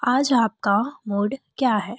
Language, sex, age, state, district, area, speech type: Hindi, female, 18-30, Uttar Pradesh, Jaunpur, urban, read